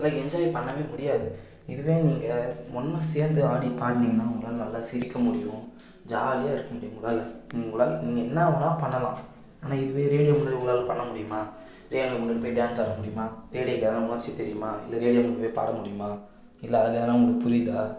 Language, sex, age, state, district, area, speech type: Tamil, male, 18-30, Tamil Nadu, Tiruvannamalai, rural, spontaneous